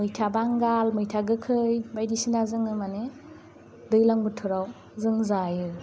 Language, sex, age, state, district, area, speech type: Bodo, female, 30-45, Assam, Udalguri, urban, spontaneous